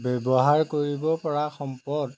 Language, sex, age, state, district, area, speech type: Assamese, male, 45-60, Assam, Jorhat, urban, spontaneous